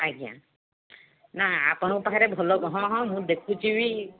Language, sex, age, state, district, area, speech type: Odia, female, 45-60, Odisha, Balasore, rural, conversation